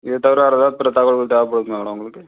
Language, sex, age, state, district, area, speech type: Tamil, male, 30-45, Tamil Nadu, Mayiladuthurai, rural, conversation